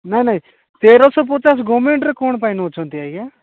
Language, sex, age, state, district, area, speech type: Odia, male, 45-60, Odisha, Nabarangpur, rural, conversation